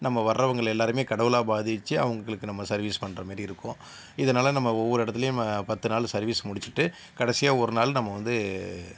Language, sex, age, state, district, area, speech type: Tamil, male, 60+, Tamil Nadu, Sivaganga, urban, spontaneous